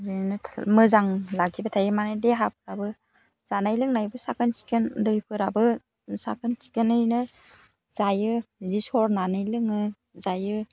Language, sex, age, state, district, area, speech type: Bodo, female, 30-45, Assam, Baksa, rural, spontaneous